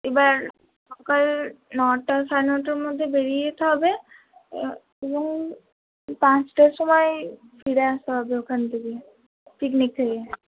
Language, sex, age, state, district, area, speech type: Bengali, female, 18-30, West Bengal, Purba Bardhaman, urban, conversation